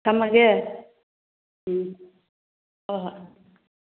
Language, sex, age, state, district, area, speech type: Manipuri, female, 45-60, Manipur, Churachandpur, rural, conversation